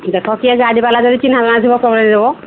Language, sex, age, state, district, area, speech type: Odia, female, 45-60, Odisha, Angul, rural, conversation